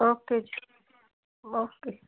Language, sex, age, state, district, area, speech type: Punjabi, female, 45-60, Punjab, Muktsar, urban, conversation